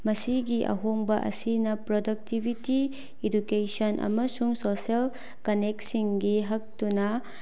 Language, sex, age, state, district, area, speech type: Manipuri, female, 18-30, Manipur, Bishnupur, rural, spontaneous